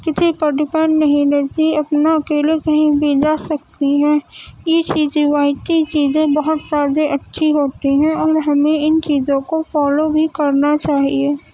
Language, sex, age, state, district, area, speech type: Urdu, female, 18-30, Uttar Pradesh, Gautam Buddha Nagar, rural, spontaneous